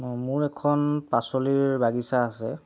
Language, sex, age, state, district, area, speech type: Assamese, female, 18-30, Assam, Nagaon, rural, spontaneous